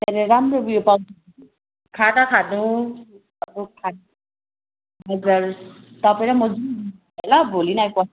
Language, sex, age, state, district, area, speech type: Nepali, female, 45-60, West Bengal, Jalpaiguri, rural, conversation